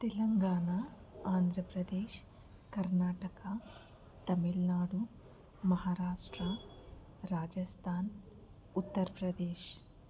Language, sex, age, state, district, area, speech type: Telugu, female, 30-45, Telangana, Mancherial, rural, spontaneous